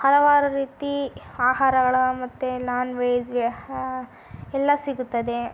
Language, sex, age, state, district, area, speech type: Kannada, female, 18-30, Karnataka, Chitradurga, rural, spontaneous